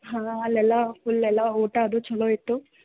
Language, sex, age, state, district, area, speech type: Kannada, female, 18-30, Karnataka, Gulbarga, urban, conversation